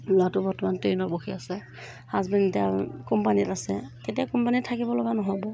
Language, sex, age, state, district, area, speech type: Assamese, female, 30-45, Assam, Morigaon, rural, spontaneous